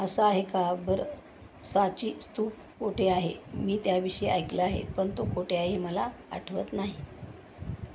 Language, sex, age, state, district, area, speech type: Marathi, female, 60+, Maharashtra, Osmanabad, rural, read